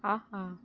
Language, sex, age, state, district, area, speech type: Tamil, female, 30-45, Tamil Nadu, Viluppuram, urban, read